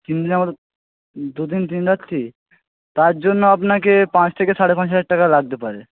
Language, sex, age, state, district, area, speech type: Bengali, male, 18-30, West Bengal, Jhargram, rural, conversation